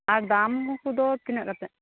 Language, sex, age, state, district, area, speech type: Santali, female, 18-30, West Bengal, Malda, rural, conversation